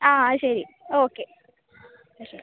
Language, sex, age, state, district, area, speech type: Malayalam, female, 18-30, Kerala, Kasaragod, urban, conversation